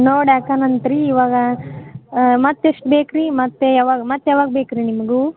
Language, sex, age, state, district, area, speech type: Kannada, female, 18-30, Karnataka, Koppal, urban, conversation